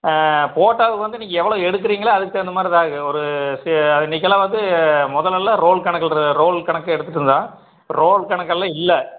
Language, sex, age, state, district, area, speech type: Tamil, male, 60+, Tamil Nadu, Erode, rural, conversation